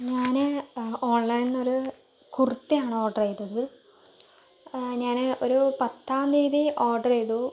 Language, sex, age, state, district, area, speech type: Malayalam, female, 45-60, Kerala, Palakkad, urban, spontaneous